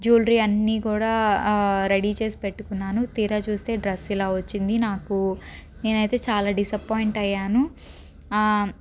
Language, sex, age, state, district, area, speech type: Telugu, female, 18-30, Andhra Pradesh, Guntur, urban, spontaneous